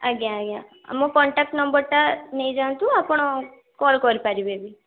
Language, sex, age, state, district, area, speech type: Odia, female, 18-30, Odisha, Balasore, rural, conversation